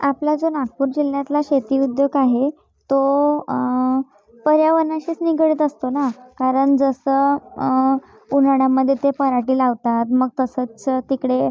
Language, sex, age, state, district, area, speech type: Marathi, female, 30-45, Maharashtra, Nagpur, urban, spontaneous